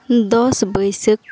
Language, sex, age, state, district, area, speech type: Santali, female, 18-30, West Bengal, Bankura, rural, spontaneous